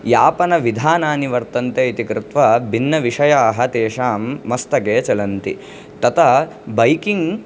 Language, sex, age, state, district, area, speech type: Sanskrit, male, 18-30, Andhra Pradesh, Chittoor, urban, spontaneous